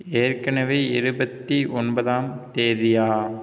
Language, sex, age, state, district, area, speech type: Tamil, male, 30-45, Tamil Nadu, Ariyalur, rural, read